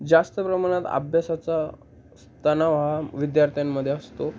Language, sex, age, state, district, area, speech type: Marathi, male, 18-30, Maharashtra, Ahmednagar, rural, spontaneous